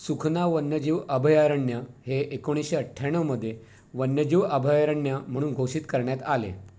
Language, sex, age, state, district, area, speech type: Marathi, male, 45-60, Maharashtra, Raigad, rural, read